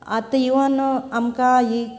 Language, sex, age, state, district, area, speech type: Goan Konkani, female, 45-60, Goa, Canacona, rural, spontaneous